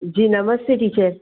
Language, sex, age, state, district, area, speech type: Sindhi, female, 45-60, Maharashtra, Thane, urban, conversation